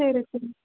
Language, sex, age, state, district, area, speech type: Tamil, female, 30-45, Tamil Nadu, Madurai, urban, conversation